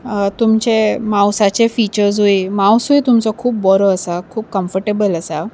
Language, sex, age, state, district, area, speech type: Goan Konkani, female, 30-45, Goa, Salcete, urban, spontaneous